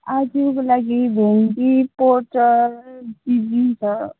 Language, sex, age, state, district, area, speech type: Nepali, female, 18-30, West Bengal, Darjeeling, rural, conversation